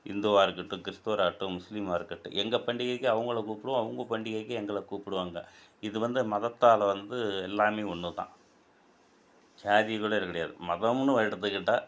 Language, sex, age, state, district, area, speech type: Tamil, male, 60+, Tamil Nadu, Tiruchirappalli, rural, spontaneous